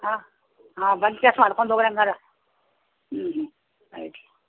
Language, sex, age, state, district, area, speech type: Kannada, female, 60+, Karnataka, Belgaum, rural, conversation